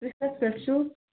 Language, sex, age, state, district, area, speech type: Kashmiri, female, 18-30, Jammu and Kashmir, Ganderbal, rural, conversation